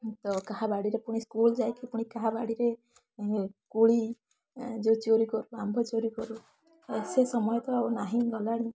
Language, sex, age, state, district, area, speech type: Odia, female, 18-30, Odisha, Balasore, rural, spontaneous